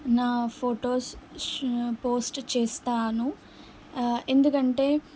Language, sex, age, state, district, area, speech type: Telugu, female, 18-30, Telangana, Ranga Reddy, urban, spontaneous